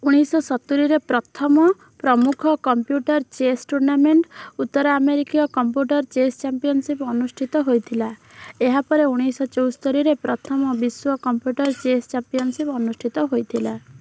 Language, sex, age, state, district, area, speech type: Odia, female, 18-30, Odisha, Bhadrak, rural, read